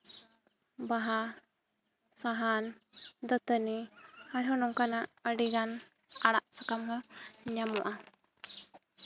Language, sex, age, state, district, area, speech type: Santali, female, 18-30, Jharkhand, Seraikela Kharsawan, rural, spontaneous